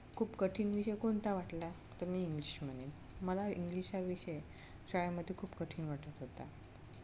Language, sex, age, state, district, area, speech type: Marathi, female, 30-45, Maharashtra, Amravati, rural, spontaneous